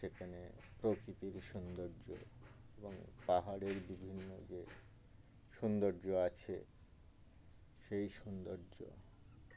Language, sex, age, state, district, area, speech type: Bengali, male, 60+, West Bengal, Birbhum, urban, spontaneous